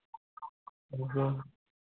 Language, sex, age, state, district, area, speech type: Hindi, male, 18-30, Bihar, Vaishali, rural, conversation